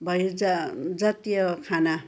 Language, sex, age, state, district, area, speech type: Nepali, female, 60+, West Bengal, Kalimpong, rural, spontaneous